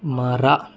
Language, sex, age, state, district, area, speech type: Kannada, male, 60+, Karnataka, Bangalore Rural, rural, read